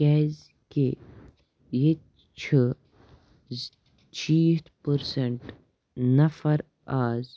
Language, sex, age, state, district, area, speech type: Kashmiri, male, 18-30, Jammu and Kashmir, Kupwara, rural, spontaneous